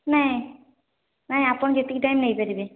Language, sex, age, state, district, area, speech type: Odia, female, 18-30, Odisha, Puri, urban, conversation